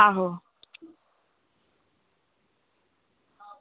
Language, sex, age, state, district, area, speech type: Dogri, female, 18-30, Jammu and Kashmir, Samba, rural, conversation